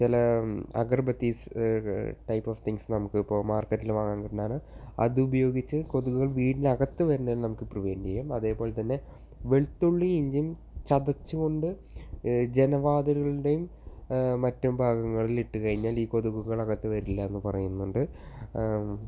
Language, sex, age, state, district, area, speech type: Malayalam, male, 18-30, Kerala, Thrissur, urban, spontaneous